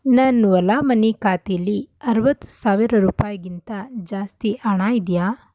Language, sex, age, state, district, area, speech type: Kannada, female, 30-45, Karnataka, Mandya, rural, read